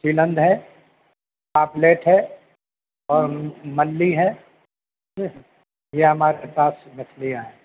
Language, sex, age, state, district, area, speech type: Urdu, male, 60+, Delhi, Central Delhi, urban, conversation